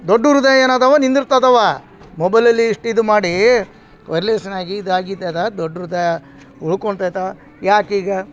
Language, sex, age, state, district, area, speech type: Kannada, male, 45-60, Karnataka, Vijayanagara, rural, spontaneous